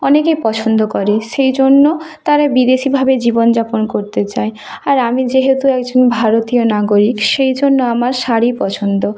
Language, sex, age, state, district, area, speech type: Bengali, female, 30-45, West Bengal, Purba Medinipur, rural, spontaneous